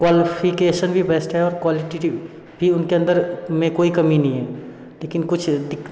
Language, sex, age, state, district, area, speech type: Hindi, male, 30-45, Bihar, Darbhanga, rural, spontaneous